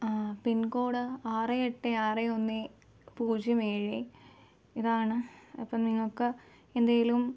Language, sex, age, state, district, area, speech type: Malayalam, female, 18-30, Kerala, Alappuzha, rural, spontaneous